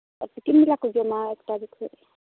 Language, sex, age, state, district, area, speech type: Santali, female, 18-30, West Bengal, Uttar Dinajpur, rural, conversation